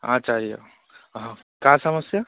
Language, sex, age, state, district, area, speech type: Sanskrit, male, 18-30, West Bengal, Cooch Behar, rural, conversation